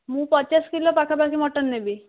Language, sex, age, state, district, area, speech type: Odia, female, 45-60, Odisha, Bhadrak, rural, conversation